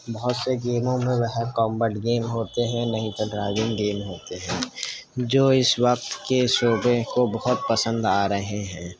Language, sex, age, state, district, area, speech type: Urdu, male, 30-45, Uttar Pradesh, Gautam Buddha Nagar, urban, spontaneous